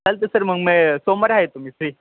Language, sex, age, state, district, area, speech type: Marathi, male, 18-30, Maharashtra, Satara, urban, conversation